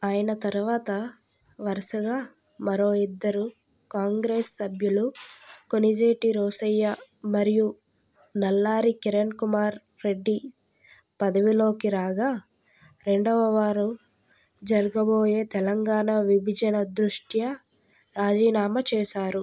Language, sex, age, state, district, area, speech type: Telugu, female, 30-45, Andhra Pradesh, Vizianagaram, rural, read